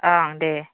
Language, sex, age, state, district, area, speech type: Bodo, female, 30-45, Assam, Baksa, rural, conversation